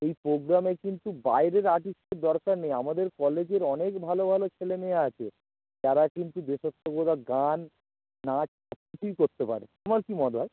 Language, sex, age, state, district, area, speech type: Bengali, male, 30-45, West Bengal, North 24 Parganas, urban, conversation